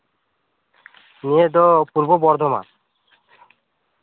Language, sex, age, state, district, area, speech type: Santali, male, 18-30, West Bengal, Purba Bardhaman, rural, conversation